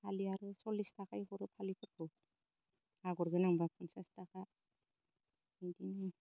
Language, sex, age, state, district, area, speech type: Bodo, female, 45-60, Assam, Baksa, rural, spontaneous